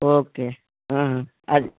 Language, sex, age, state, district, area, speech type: Telugu, male, 30-45, Andhra Pradesh, Kadapa, rural, conversation